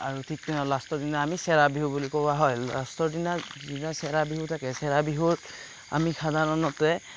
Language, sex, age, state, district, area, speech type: Assamese, male, 30-45, Assam, Darrang, rural, spontaneous